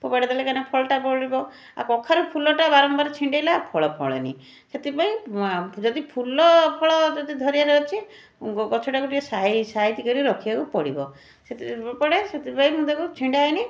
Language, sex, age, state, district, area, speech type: Odia, female, 45-60, Odisha, Puri, urban, spontaneous